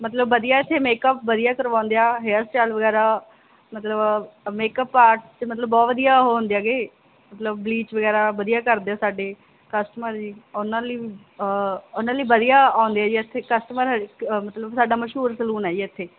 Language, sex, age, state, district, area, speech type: Punjabi, female, 18-30, Punjab, Barnala, rural, conversation